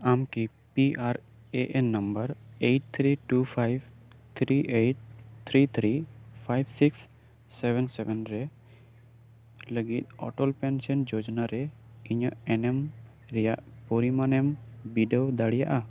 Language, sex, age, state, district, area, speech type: Santali, male, 18-30, West Bengal, Birbhum, rural, read